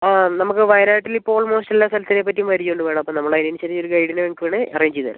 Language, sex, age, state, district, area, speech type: Malayalam, male, 60+, Kerala, Wayanad, rural, conversation